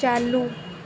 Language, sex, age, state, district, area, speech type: Hindi, female, 18-30, Madhya Pradesh, Harda, rural, read